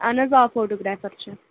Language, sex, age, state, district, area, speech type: Kashmiri, female, 18-30, Jammu and Kashmir, Budgam, rural, conversation